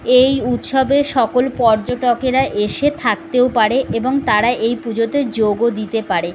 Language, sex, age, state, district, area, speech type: Bengali, female, 30-45, West Bengal, Kolkata, urban, spontaneous